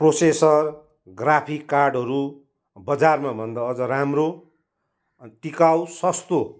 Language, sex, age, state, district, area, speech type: Nepali, male, 45-60, West Bengal, Kalimpong, rural, spontaneous